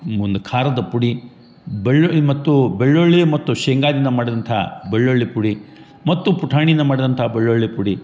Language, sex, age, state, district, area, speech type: Kannada, male, 45-60, Karnataka, Gadag, rural, spontaneous